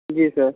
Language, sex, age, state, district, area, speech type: Hindi, male, 45-60, Uttar Pradesh, Sonbhadra, rural, conversation